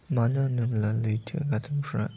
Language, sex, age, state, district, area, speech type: Bodo, male, 30-45, Assam, Chirang, rural, spontaneous